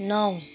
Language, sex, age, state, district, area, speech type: Nepali, female, 45-60, West Bengal, Kalimpong, rural, read